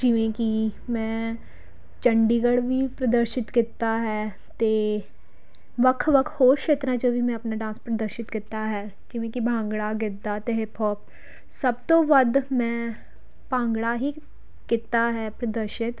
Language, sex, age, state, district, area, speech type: Punjabi, female, 18-30, Punjab, Pathankot, urban, spontaneous